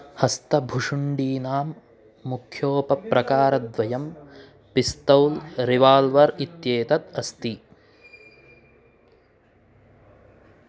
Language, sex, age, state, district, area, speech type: Sanskrit, male, 18-30, Karnataka, Chikkamagaluru, urban, read